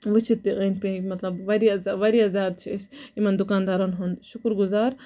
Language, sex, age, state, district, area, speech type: Kashmiri, female, 18-30, Jammu and Kashmir, Budgam, rural, spontaneous